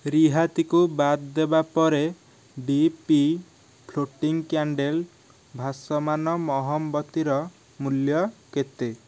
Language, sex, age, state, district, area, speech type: Odia, male, 18-30, Odisha, Nayagarh, rural, read